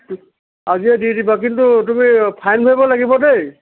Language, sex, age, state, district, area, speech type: Assamese, male, 60+, Assam, Tinsukia, rural, conversation